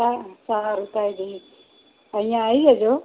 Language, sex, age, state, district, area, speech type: Gujarati, female, 60+, Gujarat, Kheda, rural, conversation